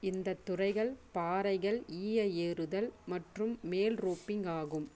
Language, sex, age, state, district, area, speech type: Tamil, female, 30-45, Tamil Nadu, Dharmapuri, rural, read